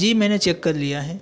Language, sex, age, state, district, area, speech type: Urdu, male, 18-30, Uttar Pradesh, Saharanpur, urban, spontaneous